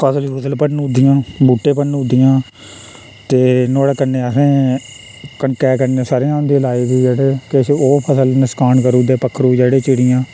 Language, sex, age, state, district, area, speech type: Dogri, male, 30-45, Jammu and Kashmir, Reasi, rural, spontaneous